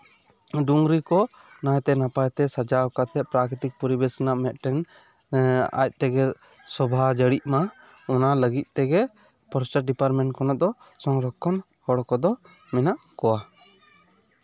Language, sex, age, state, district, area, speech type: Santali, male, 18-30, West Bengal, Bankura, rural, spontaneous